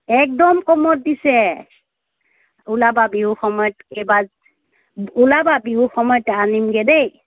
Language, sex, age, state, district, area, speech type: Assamese, female, 45-60, Assam, Charaideo, urban, conversation